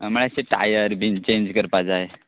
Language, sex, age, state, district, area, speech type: Goan Konkani, male, 18-30, Goa, Quepem, rural, conversation